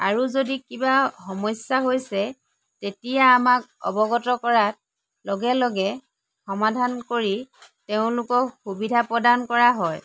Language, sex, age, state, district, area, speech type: Assamese, female, 30-45, Assam, Lakhimpur, rural, spontaneous